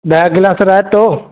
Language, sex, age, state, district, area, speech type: Sindhi, male, 30-45, Madhya Pradesh, Katni, rural, conversation